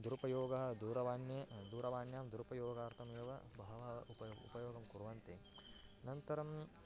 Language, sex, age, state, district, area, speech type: Sanskrit, male, 18-30, Karnataka, Bagalkot, rural, spontaneous